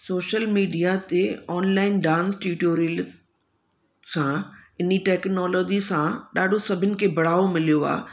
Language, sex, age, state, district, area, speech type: Sindhi, female, 45-60, Uttar Pradesh, Lucknow, urban, spontaneous